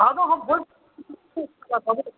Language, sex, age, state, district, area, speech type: Bengali, male, 45-60, West Bengal, Hooghly, rural, conversation